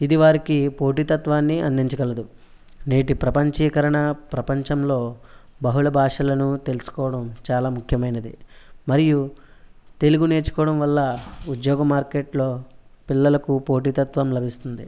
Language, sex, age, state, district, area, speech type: Telugu, male, 30-45, Andhra Pradesh, West Godavari, rural, spontaneous